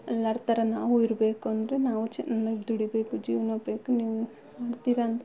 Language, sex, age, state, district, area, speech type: Kannada, female, 18-30, Karnataka, Bangalore Rural, rural, spontaneous